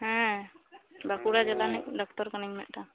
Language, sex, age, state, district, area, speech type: Santali, female, 18-30, West Bengal, Bankura, rural, conversation